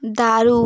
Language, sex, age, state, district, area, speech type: Bengali, female, 18-30, West Bengal, South 24 Parganas, rural, read